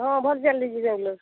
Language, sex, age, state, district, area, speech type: Odia, female, 30-45, Odisha, Sambalpur, rural, conversation